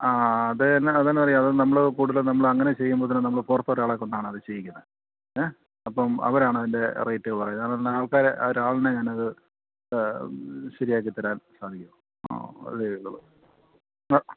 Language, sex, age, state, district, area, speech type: Malayalam, male, 45-60, Kerala, Kottayam, rural, conversation